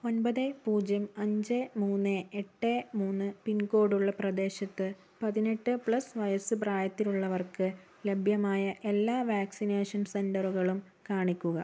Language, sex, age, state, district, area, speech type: Malayalam, female, 60+, Kerala, Wayanad, rural, read